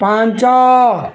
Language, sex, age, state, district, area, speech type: Odia, male, 60+, Odisha, Bargarh, urban, read